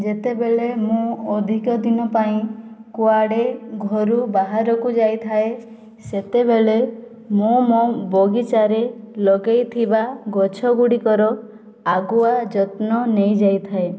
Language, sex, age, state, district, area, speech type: Odia, female, 18-30, Odisha, Boudh, rural, spontaneous